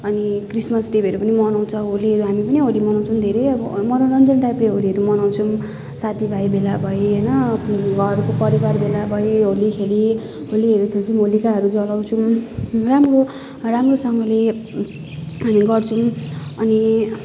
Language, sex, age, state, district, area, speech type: Nepali, female, 18-30, West Bengal, Jalpaiguri, rural, spontaneous